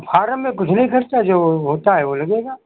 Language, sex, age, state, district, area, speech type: Hindi, male, 60+, Uttar Pradesh, Sitapur, rural, conversation